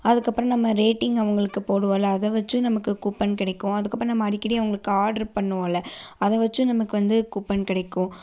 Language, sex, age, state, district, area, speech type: Tamil, female, 18-30, Tamil Nadu, Coimbatore, urban, spontaneous